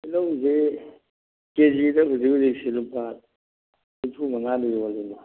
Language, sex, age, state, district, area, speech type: Manipuri, male, 60+, Manipur, Thoubal, rural, conversation